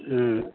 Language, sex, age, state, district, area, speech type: Bengali, male, 45-60, West Bengal, Hooghly, rural, conversation